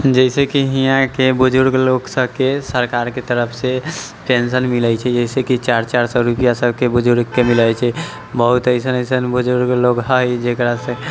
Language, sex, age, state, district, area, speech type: Maithili, male, 18-30, Bihar, Muzaffarpur, rural, spontaneous